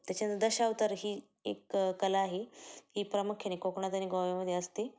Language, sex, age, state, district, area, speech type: Marathi, female, 30-45, Maharashtra, Ahmednagar, rural, spontaneous